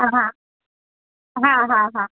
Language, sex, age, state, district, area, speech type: Sindhi, female, 45-60, Gujarat, Surat, urban, conversation